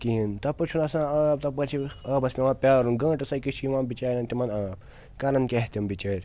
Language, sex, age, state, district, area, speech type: Kashmiri, male, 18-30, Jammu and Kashmir, Srinagar, urban, spontaneous